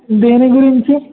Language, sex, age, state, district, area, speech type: Telugu, male, 18-30, Telangana, Mancherial, rural, conversation